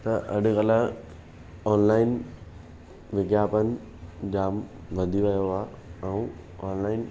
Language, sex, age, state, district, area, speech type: Sindhi, male, 18-30, Maharashtra, Thane, urban, spontaneous